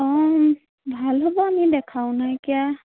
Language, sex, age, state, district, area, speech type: Assamese, female, 18-30, Assam, Jorhat, urban, conversation